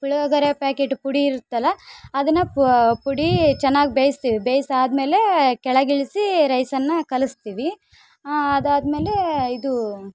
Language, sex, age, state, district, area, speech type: Kannada, female, 18-30, Karnataka, Vijayanagara, rural, spontaneous